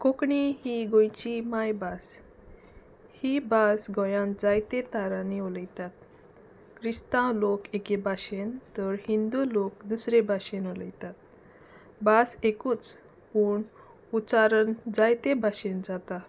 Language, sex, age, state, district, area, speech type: Goan Konkani, female, 30-45, Goa, Salcete, rural, spontaneous